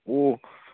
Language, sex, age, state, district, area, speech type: Manipuri, male, 18-30, Manipur, Kakching, rural, conversation